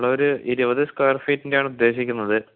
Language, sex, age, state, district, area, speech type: Malayalam, male, 18-30, Kerala, Palakkad, rural, conversation